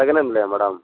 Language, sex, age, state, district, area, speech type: Tamil, male, 60+, Tamil Nadu, Sivaganga, urban, conversation